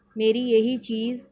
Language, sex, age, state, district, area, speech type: Urdu, female, 45-60, Delhi, Central Delhi, urban, spontaneous